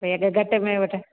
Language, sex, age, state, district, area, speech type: Sindhi, female, 45-60, Rajasthan, Ajmer, urban, conversation